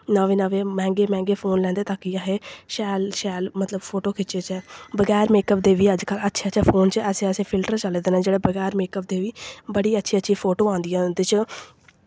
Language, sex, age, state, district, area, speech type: Dogri, female, 18-30, Jammu and Kashmir, Samba, rural, spontaneous